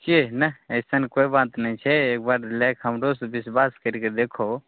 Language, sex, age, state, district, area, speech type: Maithili, male, 18-30, Bihar, Begusarai, rural, conversation